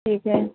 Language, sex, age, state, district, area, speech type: Urdu, female, 45-60, Uttar Pradesh, Aligarh, rural, conversation